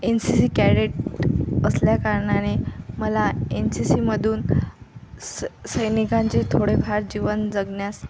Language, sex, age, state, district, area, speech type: Marathi, female, 18-30, Maharashtra, Akola, rural, spontaneous